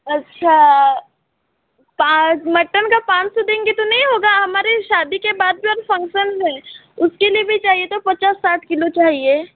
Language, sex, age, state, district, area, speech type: Hindi, female, 18-30, Madhya Pradesh, Seoni, urban, conversation